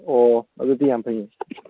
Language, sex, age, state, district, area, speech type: Manipuri, male, 18-30, Manipur, Kangpokpi, urban, conversation